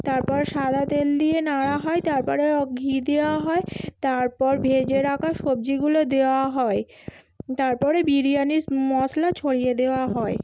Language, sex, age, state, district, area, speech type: Bengali, female, 30-45, West Bengal, Howrah, urban, spontaneous